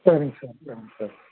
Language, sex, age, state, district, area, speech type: Tamil, male, 30-45, Tamil Nadu, Perambalur, urban, conversation